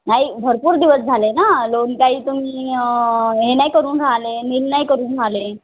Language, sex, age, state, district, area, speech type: Marathi, female, 30-45, Maharashtra, Wardha, rural, conversation